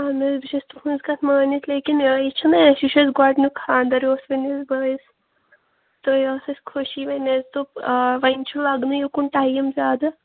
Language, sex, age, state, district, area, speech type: Kashmiri, female, 18-30, Jammu and Kashmir, Kulgam, rural, conversation